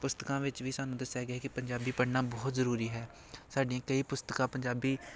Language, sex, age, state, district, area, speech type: Punjabi, male, 18-30, Punjab, Amritsar, urban, spontaneous